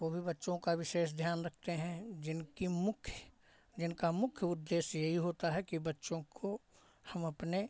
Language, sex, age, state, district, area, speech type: Hindi, male, 60+, Uttar Pradesh, Hardoi, rural, spontaneous